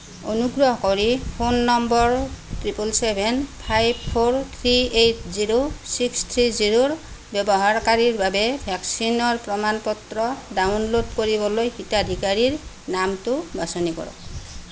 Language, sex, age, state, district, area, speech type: Assamese, female, 45-60, Assam, Kamrup Metropolitan, urban, read